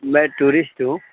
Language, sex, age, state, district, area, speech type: Urdu, male, 60+, Bihar, Madhubani, urban, conversation